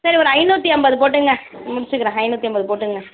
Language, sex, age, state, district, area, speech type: Tamil, female, 30-45, Tamil Nadu, Tiruvarur, rural, conversation